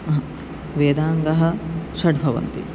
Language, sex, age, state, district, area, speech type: Sanskrit, male, 18-30, Assam, Biswanath, rural, spontaneous